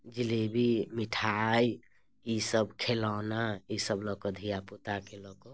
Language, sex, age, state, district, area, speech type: Maithili, female, 30-45, Bihar, Muzaffarpur, urban, spontaneous